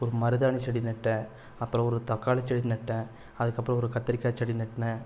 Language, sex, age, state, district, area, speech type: Tamil, male, 30-45, Tamil Nadu, Erode, rural, spontaneous